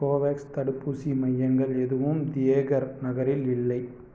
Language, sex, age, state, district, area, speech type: Tamil, male, 30-45, Tamil Nadu, Erode, rural, read